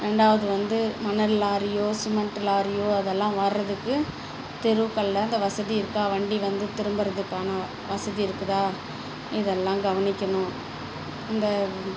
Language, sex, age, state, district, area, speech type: Tamil, female, 45-60, Tamil Nadu, Dharmapuri, rural, spontaneous